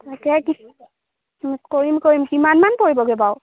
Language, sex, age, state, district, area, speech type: Assamese, female, 18-30, Assam, Jorhat, urban, conversation